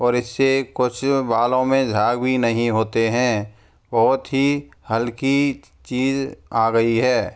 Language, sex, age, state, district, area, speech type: Hindi, male, 18-30, Rajasthan, Karauli, rural, spontaneous